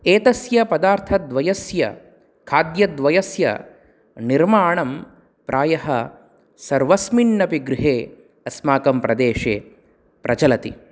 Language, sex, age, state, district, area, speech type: Sanskrit, male, 30-45, Telangana, Nizamabad, urban, spontaneous